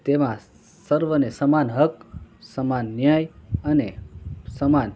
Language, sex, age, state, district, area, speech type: Gujarati, male, 60+, Gujarat, Morbi, rural, spontaneous